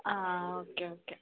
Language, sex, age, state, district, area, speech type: Malayalam, female, 18-30, Kerala, Wayanad, rural, conversation